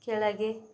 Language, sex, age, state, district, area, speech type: Kannada, female, 18-30, Karnataka, Bidar, urban, read